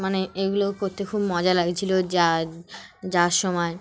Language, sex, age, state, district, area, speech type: Bengali, female, 18-30, West Bengal, Dakshin Dinajpur, urban, spontaneous